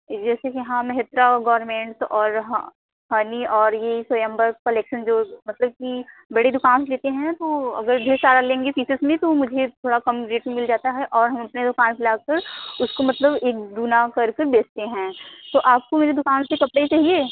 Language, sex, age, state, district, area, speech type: Hindi, female, 30-45, Uttar Pradesh, Mirzapur, rural, conversation